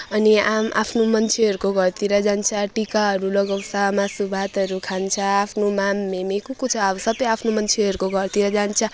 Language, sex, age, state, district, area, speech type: Nepali, female, 30-45, West Bengal, Alipurduar, urban, spontaneous